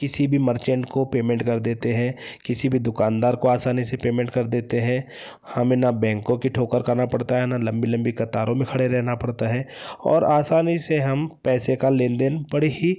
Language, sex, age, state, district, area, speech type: Hindi, male, 30-45, Madhya Pradesh, Betul, urban, spontaneous